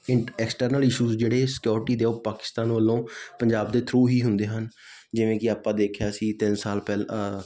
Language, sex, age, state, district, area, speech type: Punjabi, male, 18-30, Punjab, Muktsar, rural, spontaneous